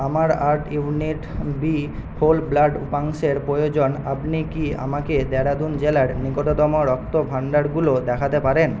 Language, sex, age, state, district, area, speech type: Bengali, male, 18-30, West Bengal, Paschim Medinipur, rural, read